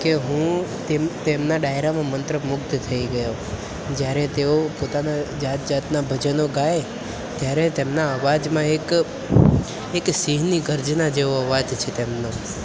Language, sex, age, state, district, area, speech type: Gujarati, male, 18-30, Gujarat, Valsad, rural, spontaneous